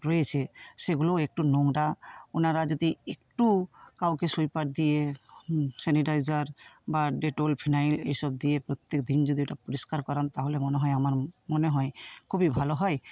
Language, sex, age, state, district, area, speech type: Bengali, female, 60+, West Bengal, Paschim Medinipur, rural, spontaneous